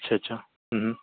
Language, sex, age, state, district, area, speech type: Marathi, male, 18-30, Maharashtra, Yavatmal, urban, conversation